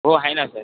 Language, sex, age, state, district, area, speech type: Marathi, male, 18-30, Maharashtra, Thane, urban, conversation